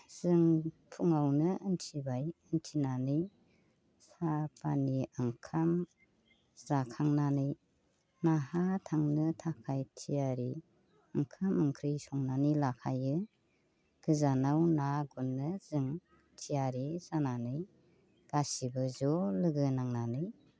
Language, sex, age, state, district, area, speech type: Bodo, female, 45-60, Assam, Baksa, rural, spontaneous